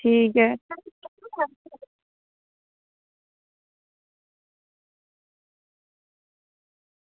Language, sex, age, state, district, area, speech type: Dogri, female, 18-30, Jammu and Kashmir, Samba, rural, conversation